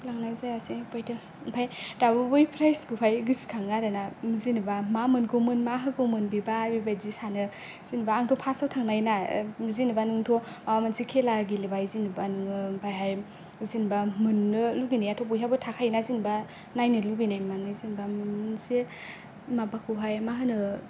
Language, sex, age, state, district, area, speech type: Bodo, female, 18-30, Assam, Kokrajhar, rural, spontaneous